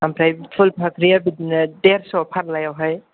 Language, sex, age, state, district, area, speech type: Bodo, male, 18-30, Assam, Kokrajhar, rural, conversation